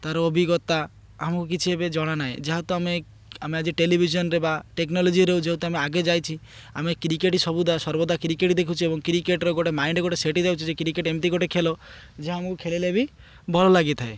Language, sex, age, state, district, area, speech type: Odia, male, 30-45, Odisha, Malkangiri, urban, spontaneous